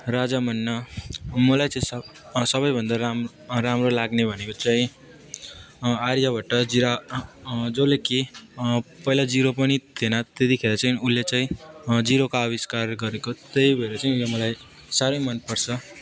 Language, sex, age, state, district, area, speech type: Nepali, male, 18-30, West Bengal, Jalpaiguri, rural, spontaneous